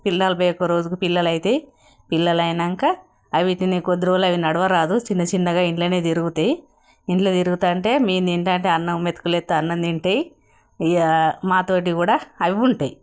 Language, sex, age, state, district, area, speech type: Telugu, female, 60+, Telangana, Jagtial, rural, spontaneous